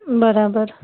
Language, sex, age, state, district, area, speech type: Sindhi, female, 30-45, Gujarat, Surat, urban, conversation